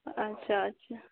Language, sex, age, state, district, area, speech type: Hindi, female, 18-30, Bihar, Vaishali, rural, conversation